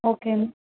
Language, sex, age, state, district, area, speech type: Telugu, female, 60+, Andhra Pradesh, Vizianagaram, rural, conversation